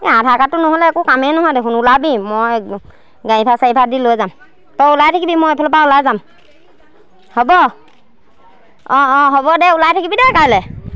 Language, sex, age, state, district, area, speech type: Assamese, female, 30-45, Assam, Lakhimpur, rural, spontaneous